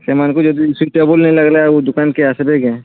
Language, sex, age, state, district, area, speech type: Odia, male, 18-30, Odisha, Balangir, urban, conversation